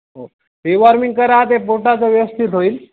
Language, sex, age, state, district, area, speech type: Marathi, male, 18-30, Maharashtra, Nanded, rural, conversation